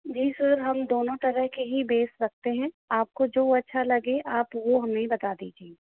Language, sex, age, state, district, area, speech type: Hindi, female, 18-30, Rajasthan, Jaipur, urban, conversation